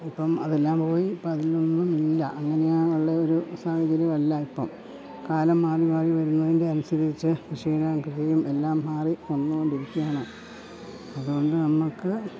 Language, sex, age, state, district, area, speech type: Malayalam, female, 60+, Kerala, Idukki, rural, spontaneous